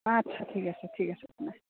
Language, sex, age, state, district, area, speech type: Assamese, female, 45-60, Assam, Udalguri, rural, conversation